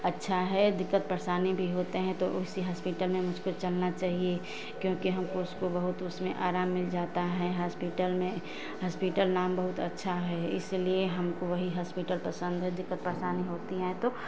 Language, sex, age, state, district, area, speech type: Hindi, female, 30-45, Uttar Pradesh, Ghazipur, urban, spontaneous